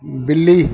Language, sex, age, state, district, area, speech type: Sindhi, male, 30-45, Madhya Pradesh, Katni, rural, read